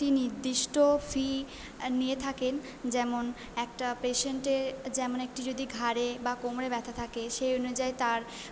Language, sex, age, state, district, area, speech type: Bengali, female, 18-30, West Bengal, Purba Bardhaman, urban, spontaneous